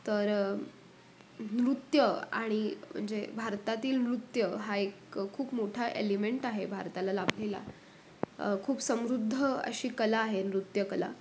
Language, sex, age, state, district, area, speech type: Marathi, female, 18-30, Maharashtra, Pune, urban, spontaneous